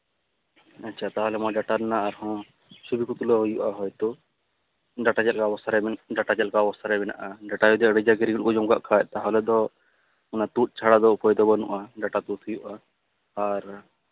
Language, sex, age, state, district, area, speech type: Santali, male, 18-30, West Bengal, Malda, rural, conversation